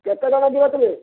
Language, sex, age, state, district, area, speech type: Odia, male, 60+, Odisha, Angul, rural, conversation